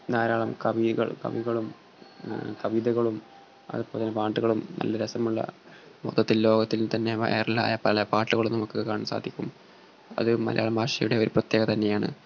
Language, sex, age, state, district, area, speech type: Malayalam, male, 18-30, Kerala, Malappuram, rural, spontaneous